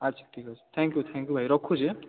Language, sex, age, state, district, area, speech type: Odia, male, 18-30, Odisha, Dhenkanal, urban, conversation